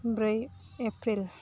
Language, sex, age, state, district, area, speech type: Bodo, female, 30-45, Assam, Udalguri, urban, spontaneous